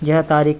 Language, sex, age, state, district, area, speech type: Hindi, male, 18-30, Madhya Pradesh, Seoni, urban, spontaneous